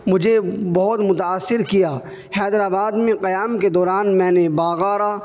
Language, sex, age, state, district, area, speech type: Urdu, male, 18-30, Uttar Pradesh, Saharanpur, urban, spontaneous